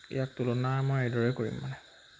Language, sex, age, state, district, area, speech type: Assamese, male, 18-30, Assam, Majuli, urban, spontaneous